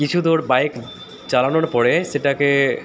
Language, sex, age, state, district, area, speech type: Bengali, male, 30-45, West Bengal, Dakshin Dinajpur, urban, spontaneous